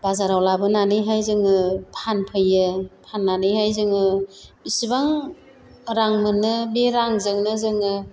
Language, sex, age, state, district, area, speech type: Bodo, female, 60+, Assam, Chirang, rural, spontaneous